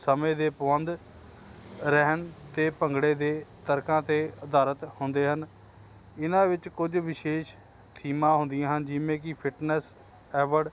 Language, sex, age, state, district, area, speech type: Punjabi, male, 30-45, Punjab, Hoshiarpur, urban, spontaneous